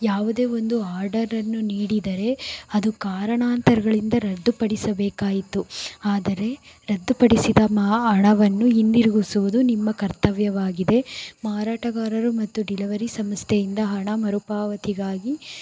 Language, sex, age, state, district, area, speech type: Kannada, female, 45-60, Karnataka, Tumkur, rural, spontaneous